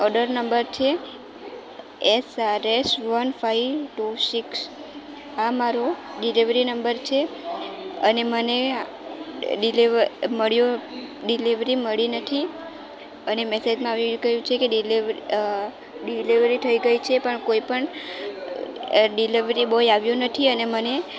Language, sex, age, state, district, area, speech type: Gujarati, female, 18-30, Gujarat, Valsad, rural, spontaneous